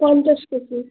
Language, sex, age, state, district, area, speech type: Bengali, female, 18-30, West Bengal, Alipurduar, rural, conversation